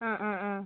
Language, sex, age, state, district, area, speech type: Malayalam, female, 18-30, Kerala, Wayanad, rural, conversation